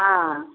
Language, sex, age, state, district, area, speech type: Maithili, female, 60+, Bihar, Samastipur, rural, conversation